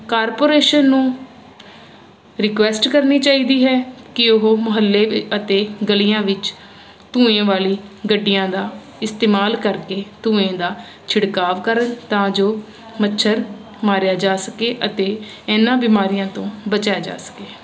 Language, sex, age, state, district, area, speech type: Punjabi, female, 30-45, Punjab, Ludhiana, urban, spontaneous